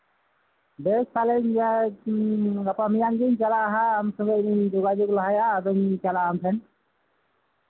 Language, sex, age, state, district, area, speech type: Santali, male, 45-60, West Bengal, Birbhum, rural, conversation